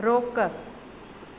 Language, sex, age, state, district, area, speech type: Sindhi, female, 30-45, Madhya Pradesh, Katni, rural, read